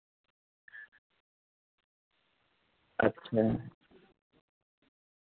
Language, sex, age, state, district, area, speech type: Dogri, male, 18-30, Jammu and Kashmir, Jammu, urban, conversation